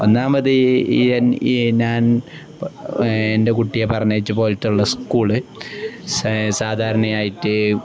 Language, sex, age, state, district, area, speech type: Malayalam, male, 18-30, Kerala, Kozhikode, rural, spontaneous